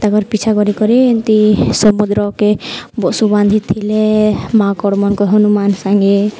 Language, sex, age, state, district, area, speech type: Odia, female, 18-30, Odisha, Nuapada, urban, spontaneous